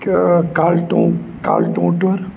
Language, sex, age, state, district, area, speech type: Kashmiri, male, 18-30, Jammu and Kashmir, Budgam, rural, spontaneous